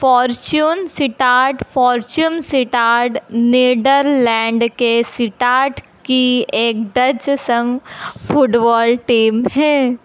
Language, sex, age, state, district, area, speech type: Hindi, female, 45-60, Madhya Pradesh, Harda, urban, read